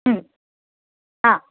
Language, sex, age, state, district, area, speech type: Sanskrit, female, 45-60, Tamil Nadu, Chennai, urban, conversation